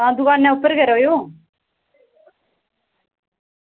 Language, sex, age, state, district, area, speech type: Dogri, female, 30-45, Jammu and Kashmir, Udhampur, rural, conversation